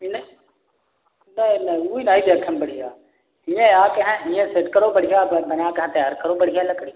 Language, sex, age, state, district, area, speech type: Hindi, male, 45-60, Uttar Pradesh, Hardoi, rural, conversation